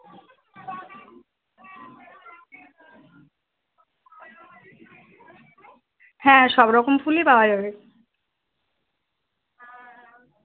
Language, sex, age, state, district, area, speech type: Bengali, female, 18-30, West Bengal, Uttar Dinajpur, urban, conversation